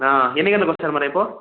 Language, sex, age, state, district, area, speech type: Telugu, male, 18-30, Andhra Pradesh, Chittoor, urban, conversation